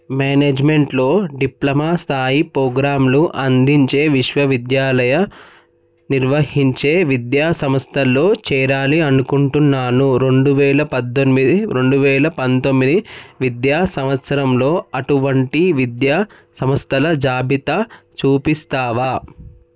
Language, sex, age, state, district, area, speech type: Telugu, male, 18-30, Telangana, Medchal, urban, read